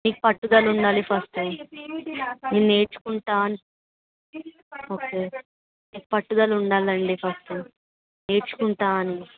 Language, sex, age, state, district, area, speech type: Telugu, female, 18-30, Telangana, Vikarabad, rural, conversation